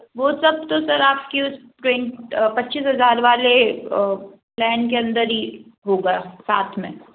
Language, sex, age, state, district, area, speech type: Hindi, female, 30-45, Rajasthan, Jodhpur, urban, conversation